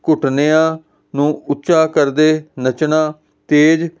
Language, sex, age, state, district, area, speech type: Punjabi, male, 45-60, Punjab, Hoshiarpur, urban, spontaneous